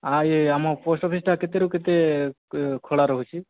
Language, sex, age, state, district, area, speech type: Odia, male, 18-30, Odisha, Boudh, rural, conversation